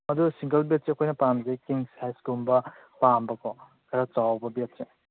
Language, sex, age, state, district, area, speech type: Manipuri, male, 30-45, Manipur, Imphal East, rural, conversation